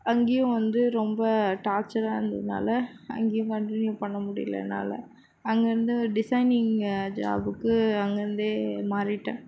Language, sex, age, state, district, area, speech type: Tamil, female, 45-60, Tamil Nadu, Mayiladuthurai, urban, spontaneous